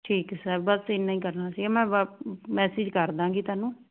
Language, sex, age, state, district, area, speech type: Punjabi, female, 18-30, Punjab, Fazilka, rural, conversation